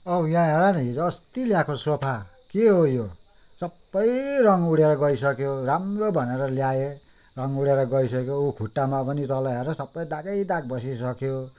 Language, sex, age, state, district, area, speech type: Nepali, male, 60+, West Bengal, Kalimpong, rural, spontaneous